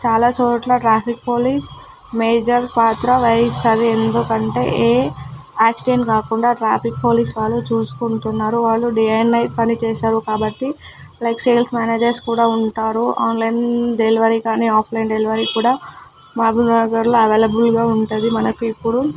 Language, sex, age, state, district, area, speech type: Telugu, female, 18-30, Telangana, Mahbubnagar, urban, spontaneous